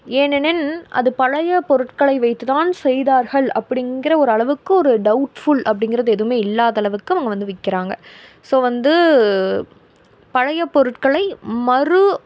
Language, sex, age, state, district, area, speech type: Tamil, female, 18-30, Tamil Nadu, Tiruppur, rural, spontaneous